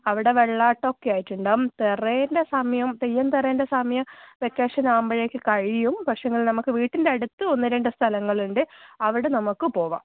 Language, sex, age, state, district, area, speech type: Malayalam, female, 18-30, Kerala, Kannur, rural, conversation